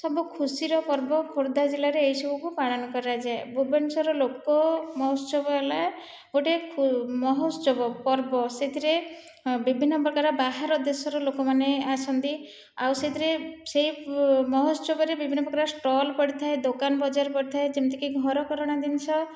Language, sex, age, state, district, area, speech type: Odia, female, 30-45, Odisha, Khordha, rural, spontaneous